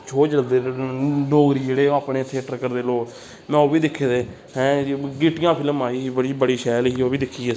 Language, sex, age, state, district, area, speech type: Dogri, male, 18-30, Jammu and Kashmir, Samba, rural, spontaneous